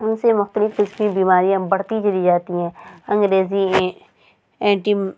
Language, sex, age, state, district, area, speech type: Urdu, female, 60+, Uttar Pradesh, Lucknow, urban, spontaneous